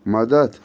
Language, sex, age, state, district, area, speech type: Kashmiri, male, 30-45, Jammu and Kashmir, Anantnag, rural, read